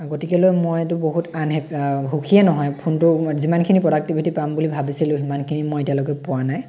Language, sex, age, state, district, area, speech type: Assamese, male, 18-30, Assam, Dhemaji, rural, spontaneous